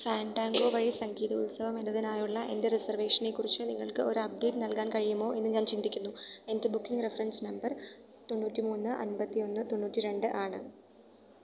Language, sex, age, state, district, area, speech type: Malayalam, female, 18-30, Kerala, Idukki, rural, read